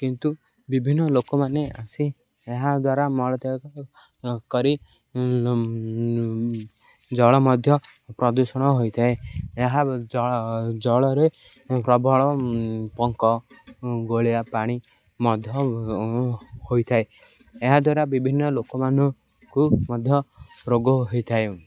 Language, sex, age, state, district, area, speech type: Odia, male, 18-30, Odisha, Ganjam, urban, spontaneous